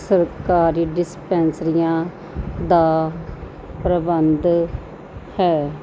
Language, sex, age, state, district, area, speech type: Punjabi, female, 30-45, Punjab, Muktsar, urban, spontaneous